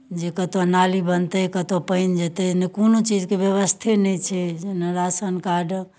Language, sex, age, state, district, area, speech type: Maithili, female, 60+, Bihar, Darbhanga, urban, spontaneous